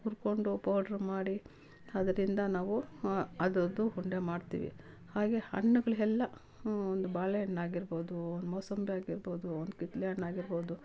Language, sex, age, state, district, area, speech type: Kannada, female, 45-60, Karnataka, Kolar, rural, spontaneous